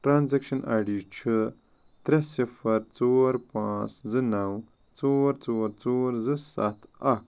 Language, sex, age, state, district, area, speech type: Kashmiri, male, 30-45, Jammu and Kashmir, Ganderbal, rural, read